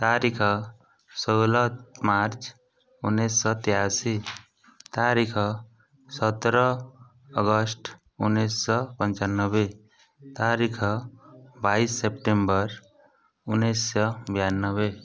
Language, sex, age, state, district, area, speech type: Odia, male, 18-30, Odisha, Nuapada, urban, spontaneous